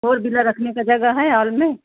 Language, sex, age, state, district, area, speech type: Hindi, female, 45-60, Uttar Pradesh, Jaunpur, urban, conversation